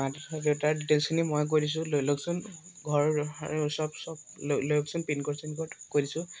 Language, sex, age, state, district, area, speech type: Assamese, male, 18-30, Assam, Majuli, urban, spontaneous